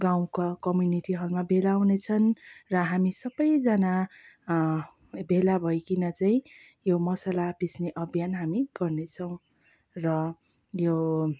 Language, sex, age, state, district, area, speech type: Nepali, female, 30-45, West Bengal, Darjeeling, rural, spontaneous